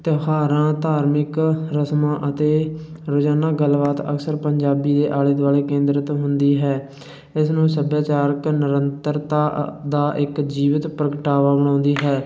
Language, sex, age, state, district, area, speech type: Punjabi, male, 30-45, Punjab, Barnala, urban, spontaneous